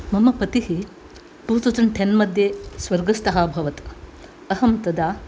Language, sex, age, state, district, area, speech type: Sanskrit, female, 60+, Karnataka, Dakshina Kannada, urban, spontaneous